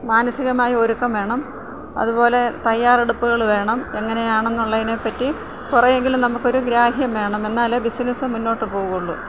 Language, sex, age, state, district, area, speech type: Malayalam, female, 60+, Kerala, Thiruvananthapuram, rural, spontaneous